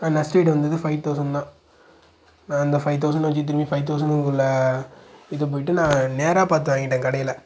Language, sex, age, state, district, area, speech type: Tamil, male, 18-30, Tamil Nadu, Nagapattinam, rural, spontaneous